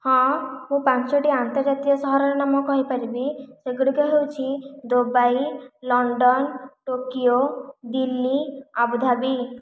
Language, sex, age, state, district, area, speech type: Odia, female, 45-60, Odisha, Khordha, rural, spontaneous